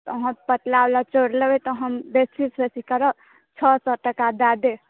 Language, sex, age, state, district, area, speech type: Maithili, female, 18-30, Bihar, Saharsa, rural, conversation